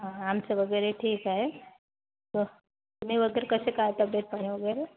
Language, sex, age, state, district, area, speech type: Marathi, female, 30-45, Maharashtra, Wardha, rural, conversation